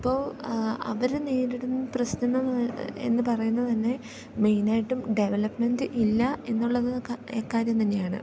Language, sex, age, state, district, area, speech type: Malayalam, female, 18-30, Kerala, Idukki, rural, spontaneous